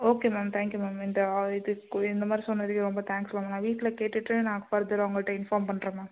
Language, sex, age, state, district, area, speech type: Tamil, female, 18-30, Tamil Nadu, Nagapattinam, rural, conversation